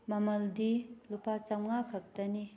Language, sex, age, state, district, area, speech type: Manipuri, female, 30-45, Manipur, Tengnoupal, rural, spontaneous